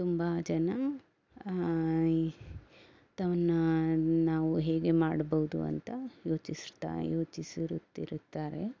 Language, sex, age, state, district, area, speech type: Kannada, female, 60+, Karnataka, Bangalore Urban, rural, spontaneous